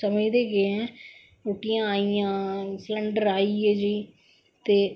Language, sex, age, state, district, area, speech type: Dogri, female, 45-60, Jammu and Kashmir, Samba, rural, spontaneous